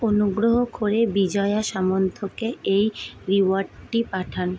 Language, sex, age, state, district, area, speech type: Bengali, female, 18-30, West Bengal, Kolkata, urban, read